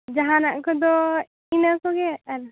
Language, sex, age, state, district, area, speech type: Santali, female, 18-30, Jharkhand, Seraikela Kharsawan, rural, conversation